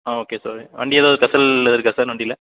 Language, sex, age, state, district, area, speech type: Tamil, male, 18-30, Tamil Nadu, Tiruppur, rural, conversation